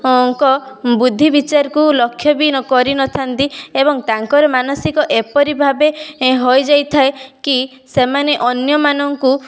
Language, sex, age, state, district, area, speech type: Odia, female, 18-30, Odisha, Balasore, rural, spontaneous